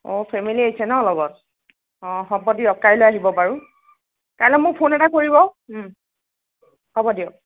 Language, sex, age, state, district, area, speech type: Assamese, female, 30-45, Assam, Nagaon, rural, conversation